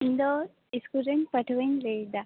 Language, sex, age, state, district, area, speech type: Santali, female, 18-30, West Bengal, Paschim Bardhaman, rural, conversation